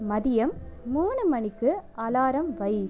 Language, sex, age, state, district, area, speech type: Tamil, female, 18-30, Tamil Nadu, Pudukkottai, rural, read